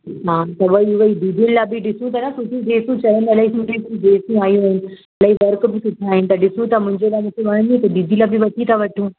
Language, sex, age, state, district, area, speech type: Sindhi, female, 30-45, Maharashtra, Mumbai Suburban, urban, conversation